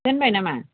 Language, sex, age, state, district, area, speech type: Bodo, female, 45-60, Assam, Baksa, rural, conversation